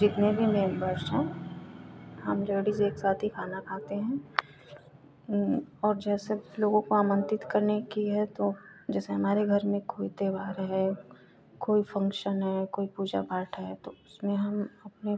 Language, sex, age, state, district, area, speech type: Hindi, female, 18-30, Uttar Pradesh, Ghazipur, rural, spontaneous